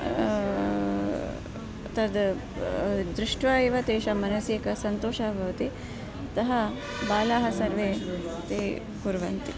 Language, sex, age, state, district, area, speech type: Sanskrit, female, 45-60, Karnataka, Dharwad, urban, spontaneous